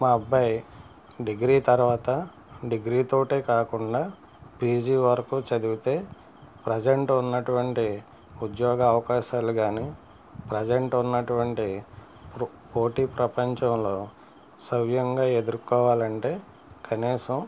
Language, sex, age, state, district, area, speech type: Telugu, male, 60+, Andhra Pradesh, West Godavari, rural, spontaneous